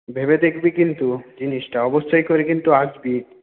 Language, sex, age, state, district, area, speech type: Bengali, male, 30-45, West Bengal, Paschim Bardhaman, urban, conversation